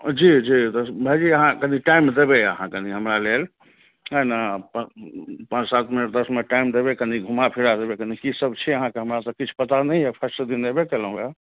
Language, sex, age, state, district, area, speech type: Maithili, male, 30-45, Bihar, Madhubani, rural, conversation